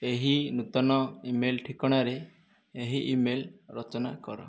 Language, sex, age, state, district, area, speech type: Odia, male, 30-45, Odisha, Nayagarh, rural, read